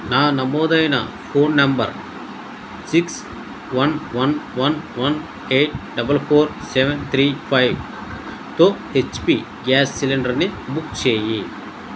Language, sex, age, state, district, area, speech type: Telugu, male, 30-45, Andhra Pradesh, Konaseema, rural, read